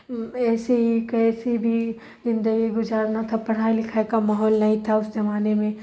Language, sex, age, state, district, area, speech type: Urdu, female, 30-45, Bihar, Darbhanga, rural, spontaneous